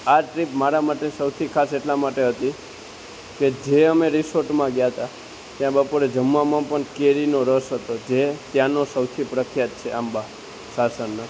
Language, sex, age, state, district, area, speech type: Gujarati, male, 18-30, Gujarat, Junagadh, urban, spontaneous